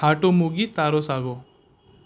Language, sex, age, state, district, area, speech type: Urdu, male, 18-30, Delhi, North East Delhi, urban, spontaneous